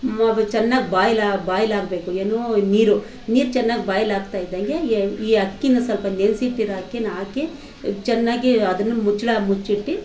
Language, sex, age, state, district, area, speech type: Kannada, female, 45-60, Karnataka, Bangalore Urban, rural, spontaneous